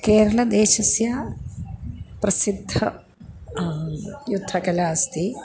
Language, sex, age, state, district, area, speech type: Sanskrit, female, 60+, Kerala, Kannur, urban, spontaneous